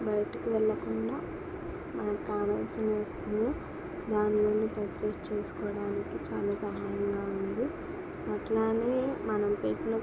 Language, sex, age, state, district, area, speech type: Telugu, female, 18-30, Andhra Pradesh, Krishna, urban, spontaneous